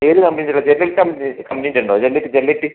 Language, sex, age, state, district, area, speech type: Malayalam, male, 18-30, Kerala, Wayanad, rural, conversation